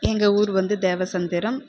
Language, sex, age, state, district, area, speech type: Tamil, female, 45-60, Tamil Nadu, Krishnagiri, rural, spontaneous